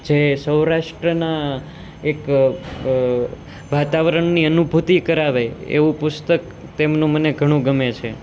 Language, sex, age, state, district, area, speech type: Gujarati, male, 18-30, Gujarat, Surat, urban, spontaneous